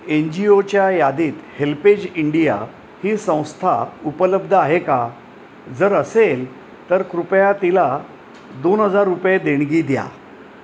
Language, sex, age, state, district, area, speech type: Marathi, male, 60+, Maharashtra, Mumbai Suburban, urban, read